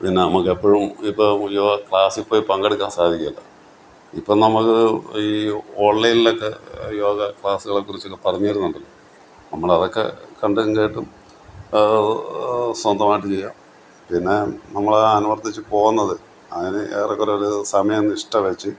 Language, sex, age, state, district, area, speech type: Malayalam, male, 60+, Kerala, Kottayam, rural, spontaneous